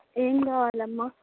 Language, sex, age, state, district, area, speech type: Telugu, female, 30-45, Andhra Pradesh, Visakhapatnam, urban, conversation